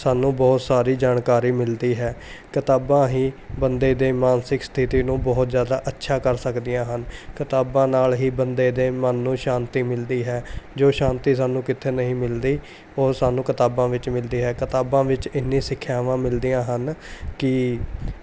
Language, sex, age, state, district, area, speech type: Punjabi, male, 18-30, Punjab, Mohali, urban, spontaneous